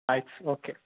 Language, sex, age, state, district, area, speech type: Kannada, male, 18-30, Karnataka, Chikkamagaluru, rural, conversation